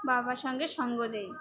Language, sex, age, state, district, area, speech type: Bengali, female, 18-30, West Bengal, Birbhum, urban, spontaneous